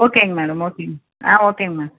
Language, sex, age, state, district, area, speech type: Tamil, female, 30-45, Tamil Nadu, Madurai, rural, conversation